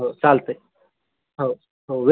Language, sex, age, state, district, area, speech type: Marathi, male, 18-30, Maharashtra, Beed, rural, conversation